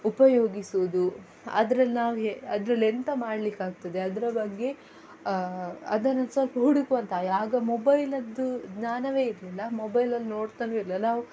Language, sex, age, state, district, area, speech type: Kannada, female, 18-30, Karnataka, Udupi, urban, spontaneous